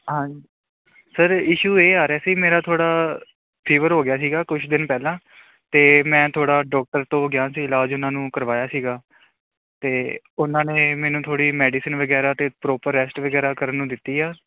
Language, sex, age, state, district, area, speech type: Punjabi, male, 18-30, Punjab, Kapurthala, urban, conversation